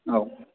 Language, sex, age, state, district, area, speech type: Bodo, male, 18-30, Assam, Kokrajhar, rural, conversation